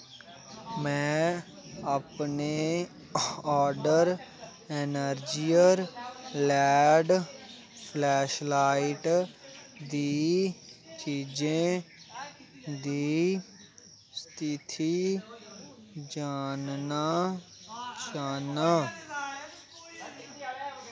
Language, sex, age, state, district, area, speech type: Dogri, male, 18-30, Jammu and Kashmir, Kathua, rural, read